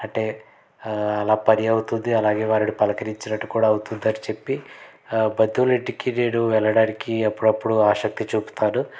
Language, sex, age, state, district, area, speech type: Telugu, male, 30-45, Andhra Pradesh, Konaseema, rural, spontaneous